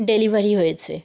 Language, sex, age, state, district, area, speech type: Bengali, female, 18-30, West Bengal, South 24 Parganas, rural, spontaneous